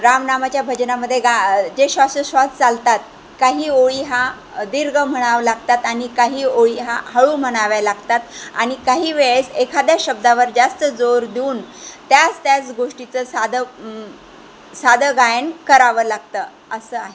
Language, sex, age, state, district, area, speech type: Marathi, female, 45-60, Maharashtra, Jalna, rural, spontaneous